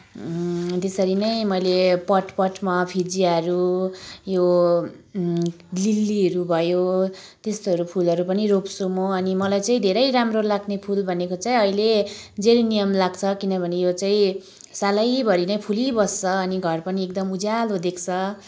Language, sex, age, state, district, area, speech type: Nepali, female, 30-45, West Bengal, Kalimpong, rural, spontaneous